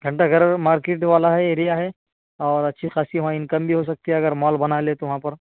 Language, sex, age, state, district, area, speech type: Urdu, male, 18-30, Uttar Pradesh, Saharanpur, urban, conversation